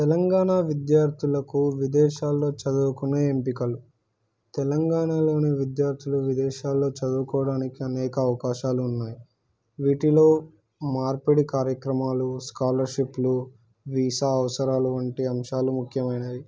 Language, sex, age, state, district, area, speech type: Telugu, male, 18-30, Telangana, Suryapet, urban, spontaneous